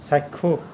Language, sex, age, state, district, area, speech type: Assamese, male, 45-60, Assam, Kamrup Metropolitan, rural, read